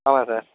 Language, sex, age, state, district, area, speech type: Tamil, male, 30-45, Tamil Nadu, Mayiladuthurai, urban, conversation